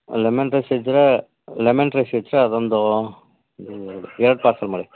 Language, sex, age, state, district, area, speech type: Kannada, male, 18-30, Karnataka, Shimoga, urban, conversation